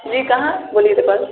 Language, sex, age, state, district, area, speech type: Maithili, male, 18-30, Bihar, Sitamarhi, rural, conversation